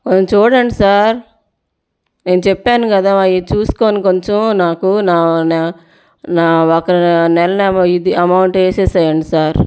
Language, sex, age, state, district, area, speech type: Telugu, female, 30-45, Andhra Pradesh, Bapatla, urban, spontaneous